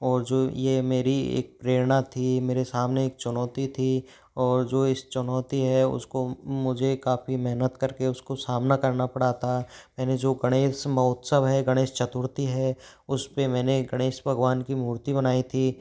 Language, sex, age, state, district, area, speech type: Hindi, male, 30-45, Rajasthan, Jodhpur, urban, spontaneous